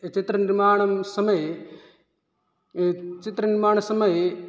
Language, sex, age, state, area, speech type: Sanskrit, male, 18-30, Rajasthan, rural, spontaneous